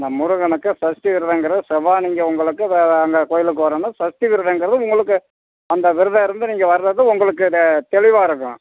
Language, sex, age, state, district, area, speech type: Tamil, male, 60+, Tamil Nadu, Pudukkottai, rural, conversation